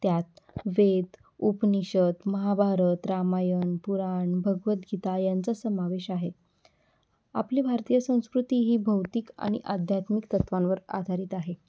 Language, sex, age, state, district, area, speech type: Marathi, female, 18-30, Maharashtra, Nashik, urban, spontaneous